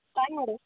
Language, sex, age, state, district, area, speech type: Kannada, female, 18-30, Karnataka, Gadag, urban, conversation